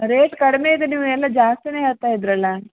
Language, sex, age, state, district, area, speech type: Kannada, female, 30-45, Karnataka, Uttara Kannada, rural, conversation